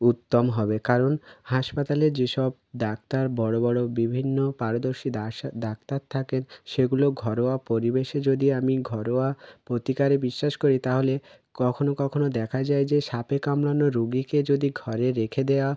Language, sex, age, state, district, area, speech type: Bengali, male, 18-30, West Bengal, South 24 Parganas, rural, spontaneous